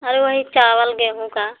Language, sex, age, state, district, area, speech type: Hindi, female, 45-60, Uttar Pradesh, Jaunpur, rural, conversation